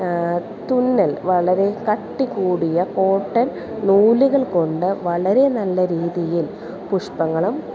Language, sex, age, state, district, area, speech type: Malayalam, female, 30-45, Kerala, Alappuzha, urban, spontaneous